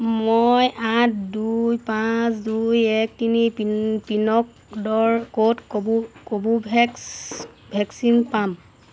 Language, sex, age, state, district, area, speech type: Assamese, female, 30-45, Assam, Golaghat, rural, read